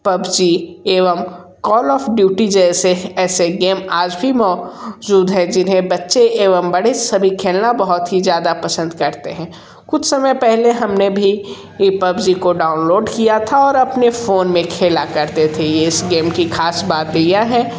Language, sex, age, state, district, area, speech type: Hindi, male, 30-45, Uttar Pradesh, Sonbhadra, rural, spontaneous